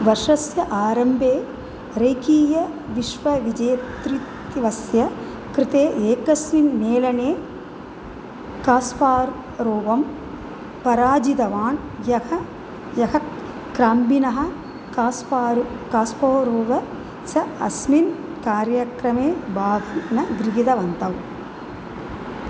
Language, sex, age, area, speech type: Sanskrit, female, 45-60, urban, read